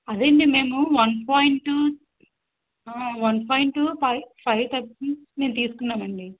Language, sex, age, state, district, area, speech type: Telugu, female, 18-30, Andhra Pradesh, Guntur, rural, conversation